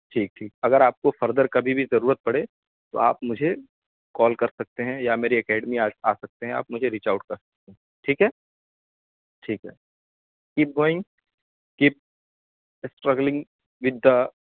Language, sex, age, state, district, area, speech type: Urdu, male, 18-30, Uttar Pradesh, Siddharthnagar, rural, conversation